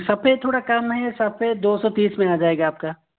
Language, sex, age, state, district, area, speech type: Hindi, male, 18-30, Rajasthan, Jaipur, urban, conversation